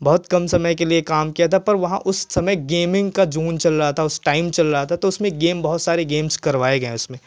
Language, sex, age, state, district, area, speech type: Hindi, male, 18-30, Uttar Pradesh, Jaunpur, rural, spontaneous